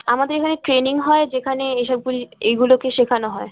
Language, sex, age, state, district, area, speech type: Bengali, female, 18-30, West Bengal, Birbhum, urban, conversation